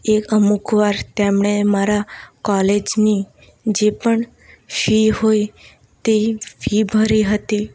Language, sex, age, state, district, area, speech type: Gujarati, female, 18-30, Gujarat, Valsad, rural, spontaneous